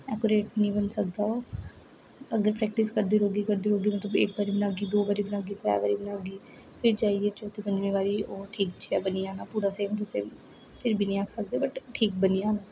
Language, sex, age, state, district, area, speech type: Dogri, female, 18-30, Jammu and Kashmir, Jammu, urban, spontaneous